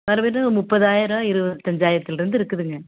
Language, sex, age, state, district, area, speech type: Tamil, female, 45-60, Tamil Nadu, Erode, rural, conversation